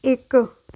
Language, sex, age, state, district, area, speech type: Punjabi, female, 18-30, Punjab, Amritsar, urban, read